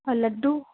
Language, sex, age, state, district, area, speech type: Urdu, female, 30-45, Uttar Pradesh, Lucknow, urban, conversation